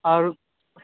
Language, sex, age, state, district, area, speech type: Maithili, male, 18-30, Bihar, Purnia, rural, conversation